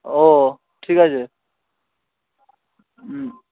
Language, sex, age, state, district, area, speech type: Bengali, male, 18-30, West Bengal, Hooghly, urban, conversation